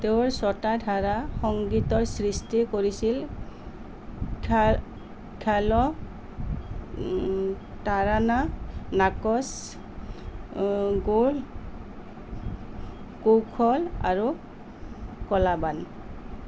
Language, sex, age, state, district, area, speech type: Assamese, female, 45-60, Assam, Nalbari, rural, read